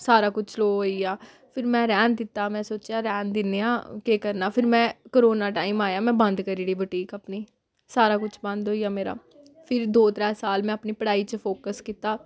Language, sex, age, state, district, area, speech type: Dogri, female, 18-30, Jammu and Kashmir, Samba, rural, spontaneous